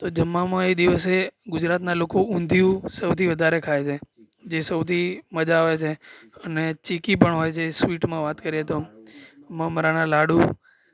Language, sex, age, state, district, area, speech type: Gujarati, male, 18-30, Gujarat, Anand, urban, spontaneous